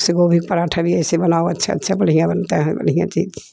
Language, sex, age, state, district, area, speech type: Hindi, female, 60+, Uttar Pradesh, Jaunpur, urban, spontaneous